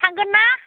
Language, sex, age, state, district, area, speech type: Bodo, female, 60+, Assam, Baksa, rural, conversation